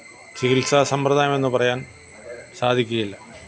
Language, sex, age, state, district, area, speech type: Malayalam, male, 60+, Kerala, Kollam, rural, spontaneous